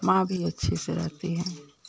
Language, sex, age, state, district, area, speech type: Hindi, female, 60+, Uttar Pradesh, Ghazipur, urban, spontaneous